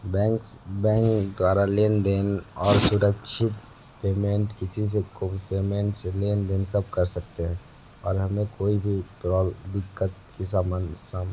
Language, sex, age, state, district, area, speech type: Hindi, male, 18-30, Uttar Pradesh, Sonbhadra, rural, spontaneous